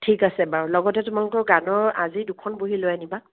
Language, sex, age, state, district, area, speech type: Assamese, female, 45-60, Assam, Charaideo, urban, conversation